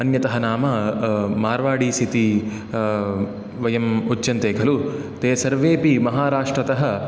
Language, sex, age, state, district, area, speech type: Sanskrit, male, 18-30, Karnataka, Udupi, rural, spontaneous